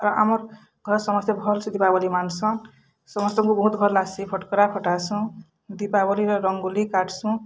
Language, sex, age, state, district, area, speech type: Odia, female, 45-60, Odisha, Bargarh, urban, spontaneous